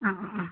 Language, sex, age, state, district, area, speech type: Malayalam, female, 45-60, Kerala, Wayanad, rural, conversation